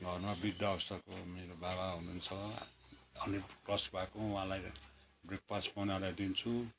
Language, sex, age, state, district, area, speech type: Nepali, male, 60+, West Bengal, Kalimpong, rural, spontaneous